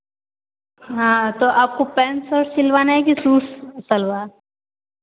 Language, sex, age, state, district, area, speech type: Hindi, female, 18-30, Uttar Pradesh, Azamgarh, urban, conversation